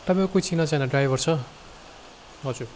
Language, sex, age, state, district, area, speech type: Nepali, male, 18-30, West Bengal, Darjeeling, rural, spontaneous